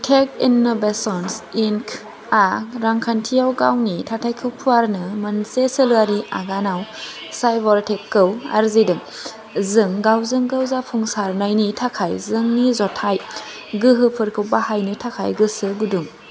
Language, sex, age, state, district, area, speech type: Bodo, female, 18-30, Assam, Kokrajhar, rural, read